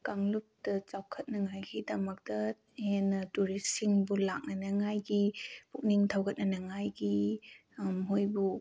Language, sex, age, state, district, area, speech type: Manipuri, female, 18-30, Manipur, Bishnupur, rural, spontaneous